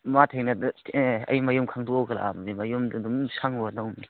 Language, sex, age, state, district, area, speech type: Manipuri, male, 18-30, Manipur, Kangpokpi, urban, conversation